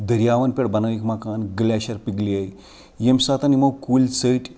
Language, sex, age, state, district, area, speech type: Kashmiri, male, 30-45, Jammu and Kashmir, Srinagar, rural, spontaneous